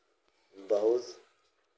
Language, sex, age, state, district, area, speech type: Hindi, male, 45-60, Uttar Pradesh, Mau, rural, read